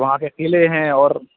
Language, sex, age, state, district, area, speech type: Urdu, male, 18-30, Bihar, Purnia, rural, conversation